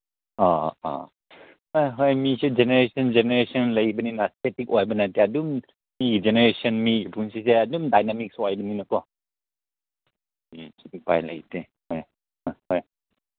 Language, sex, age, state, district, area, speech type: Manipuri, male, 30-45, Manipur, Ukhrul, rural, conversation